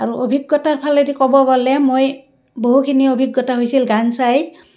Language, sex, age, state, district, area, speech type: Assamese, female, 60+, Assam, Barpeta, rural, spontaneous